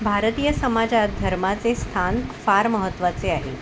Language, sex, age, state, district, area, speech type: Marathi, female, 30-45, Maharashtra, Palghar, urban, spontaneous